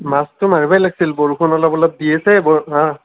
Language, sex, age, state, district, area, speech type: Assamese, male, 18-30, Assam, Nalbari, rural, conversation